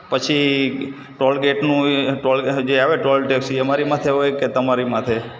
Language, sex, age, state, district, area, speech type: Gujarati, male, 30-45, Gujarat, Morbi, urban, spontaneous